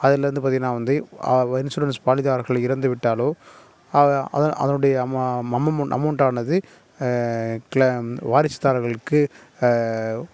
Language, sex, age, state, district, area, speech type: Tamil, male, 30-45, Tamil Nadu, Nagapattinam, rural, spontaneous